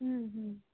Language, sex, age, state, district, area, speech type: Bengali, female, 30-45, West Bengal, Dakshin Dinajpur, urban, conversation